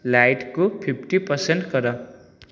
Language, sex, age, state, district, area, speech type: Odia, male, 18-30, Odisha, Jajpur, rural, read